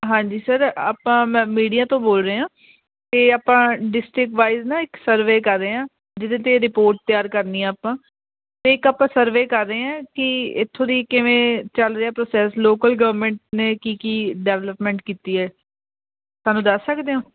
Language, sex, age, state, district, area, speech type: Punjabi, female, 30-45, Punjab, Shaheed Bhagat Singh Nagar, urban, conversation